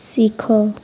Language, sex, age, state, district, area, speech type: Odia, female, 18-30, Odisha, Nuapada, urban, read